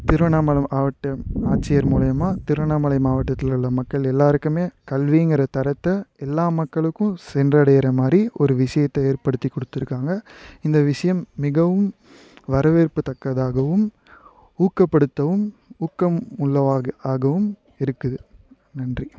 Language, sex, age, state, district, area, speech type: Tamil, male, 18-30, Tamil Nadu, Tiruvannamalai, urban, spontaneous